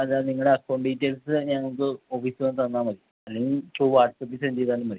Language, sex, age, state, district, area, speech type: Malayalam, male, 30-45, Kerala, Ernakulam, rural, conversation